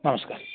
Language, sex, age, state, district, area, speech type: Kannada, male, 60+, Karnataka, Dharwad, rural, conversation